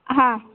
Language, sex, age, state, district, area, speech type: Kannada, female, 18-30, Karnataka, Yadgir, urban, conversation